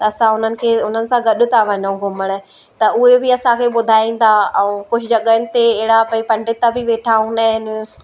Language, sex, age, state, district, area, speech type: Sindhi, female, 30-45, Madhya Pradesh, Katni, urban, spontaneous